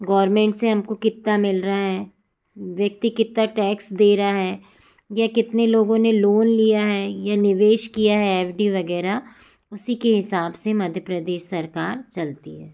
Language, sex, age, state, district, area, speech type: Hindi, female, 45-60, Madhya Pradesh, Jabalpur, urban, spontaneous